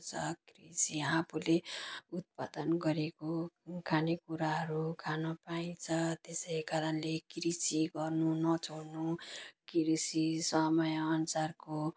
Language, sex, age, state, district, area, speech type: Nepali, female, 30-45, West Bengal, Jalpaiguri, rural, spontaneous